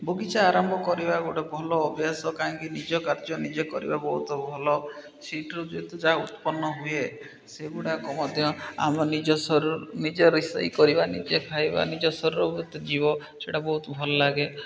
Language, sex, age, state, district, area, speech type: Odia, male, 30-45, Odisha, Malkangiri, urban, spontaneous